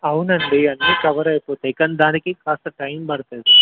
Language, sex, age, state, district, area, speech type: Telugu, male, 18-30, Telangana, Mulugu, rural, conversation